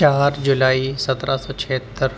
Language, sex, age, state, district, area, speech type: Urdu, male, 18-30, Delhi, Central Delhi, urban, spontaneous